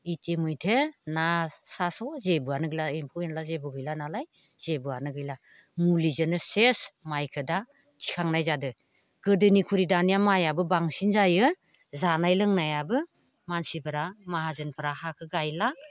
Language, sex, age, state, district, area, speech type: Bodo, female, 60+, Assam, Baksa, rural, spontaneous